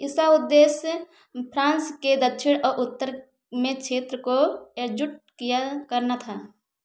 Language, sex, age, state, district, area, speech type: Hindi, female, 30-45, Uttar Pradesh, Ayodhya, rural, read